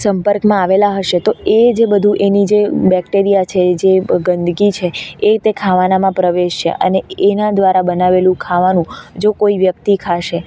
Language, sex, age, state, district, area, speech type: Gujarati, female, 18-30, Gujarat, Narmada, urban, spontaneous